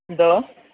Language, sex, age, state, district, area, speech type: Malayalam, female, 60+, Kerala, Idukki, rural, conversation